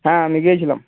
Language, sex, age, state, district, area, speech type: Bengali, male, 18-30, West Bengal, Cooch Behar, urban, conversation